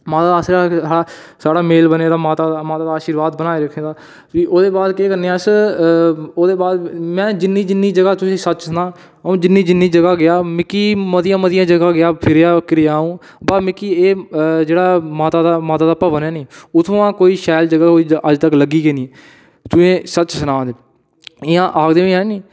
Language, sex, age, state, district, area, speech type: Dogri, male, 18-30, Jammu and Kashmir, Udhampur, rural, spontaneous